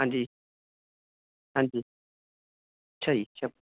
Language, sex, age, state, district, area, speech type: Punjabi, male, 30-45, Punjab, Muktsar, urban, conversation